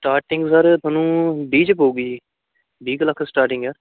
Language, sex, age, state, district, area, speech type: Punjabi, male, 18-30, Punjab, Fatehgarh Sahib, urban, conversation